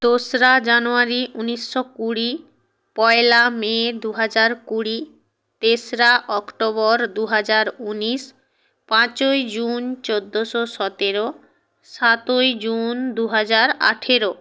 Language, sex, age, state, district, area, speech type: Bengali, female, 45-60, West Bengal, Purba Medinipur, rural, spontaneous